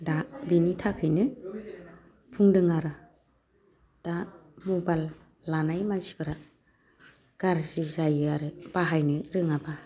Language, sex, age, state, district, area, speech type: Bodo, female, 45-60, Assam, Baksa, rural, spontaneous